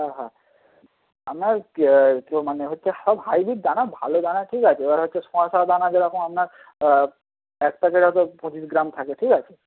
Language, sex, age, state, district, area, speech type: Bengali, male, 18-30, West Bengal, Darjeeling, rural, conversation